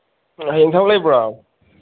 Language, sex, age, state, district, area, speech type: Manipuri, male, 30-45, Manipur, Thoubal, rural, conversation